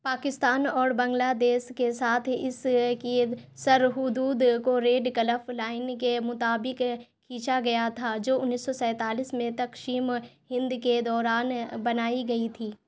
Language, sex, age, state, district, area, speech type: Urdu, female, 18-30, Bihar, Khagaria, rural, read